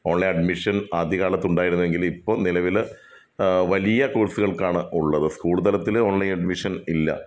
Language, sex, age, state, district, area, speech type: Malayalam, male, 30-45, Kerala, Ernakulam, rural, spontaneous